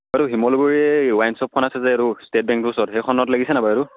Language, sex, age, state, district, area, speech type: Assamese, male, 18-30, Assam, Charaideo, rural, conversation